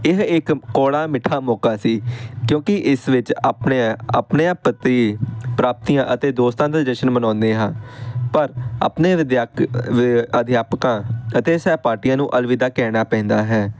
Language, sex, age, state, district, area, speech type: Punjabi, male, 18-30, Punjab, Amritsar, urban, spontaneous